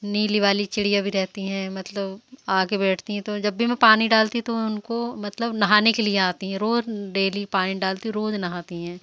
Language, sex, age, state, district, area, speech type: Hindi, female, 45-60, Madhya Pradesh, Seoni, urban, spontaneous